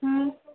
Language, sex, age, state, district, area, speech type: Odia, female, 18-30, Odisha, Subarnapur, urban, conversation